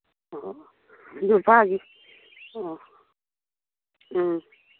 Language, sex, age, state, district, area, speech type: Manipuri, female, 45-60, Manipur, Imphal East, rural, conversation